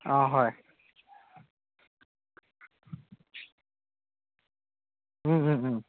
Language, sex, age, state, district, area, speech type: Assamese, male, 18-30, Assam, Lakhimpur, rural, conversation